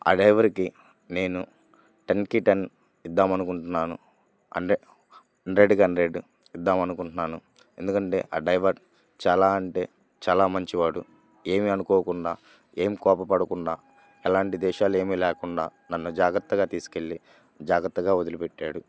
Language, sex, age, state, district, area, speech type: Telugu, male, 18-30, Andhra Pradesh, Bapatla, rural, spontaneous